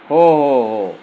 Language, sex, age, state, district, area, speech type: Marathi, male, 60+, Maharashtra, Nanded, urban, spontaneous